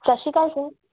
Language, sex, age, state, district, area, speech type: Punjabi, female, 18-30, Punjab, Tarn Taran, rural, conversation